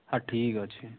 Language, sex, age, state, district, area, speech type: Odia, male, 18-30, Odisha, Kandhamal, rural, conversation